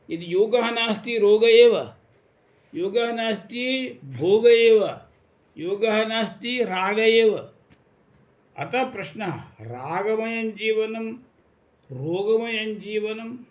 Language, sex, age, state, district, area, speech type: Sanskrit, male, 60+, Karnataka, Uttara Kannada, rural, spontaneous